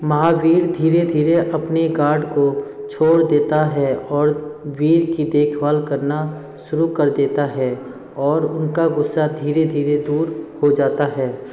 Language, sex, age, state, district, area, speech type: Hindi, male, 30-45, Bihar, Darbhanga, rural, read